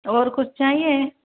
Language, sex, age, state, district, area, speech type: Hindi, female, 30-45, Rajasthan, Karauli, urban, conversation